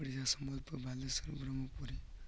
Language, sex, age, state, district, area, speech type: Odia, male, 18-30, Odisha, Malkangiri, urban, spontaneous